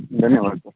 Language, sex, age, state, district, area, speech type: Hindi, male, 18-30, Rajasthan, Nagaur, rural, conversation